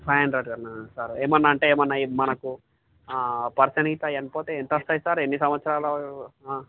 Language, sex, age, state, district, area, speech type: Telugu, male, 30-45, Andhra Pradesh, Visakhapatnam, rural, conversation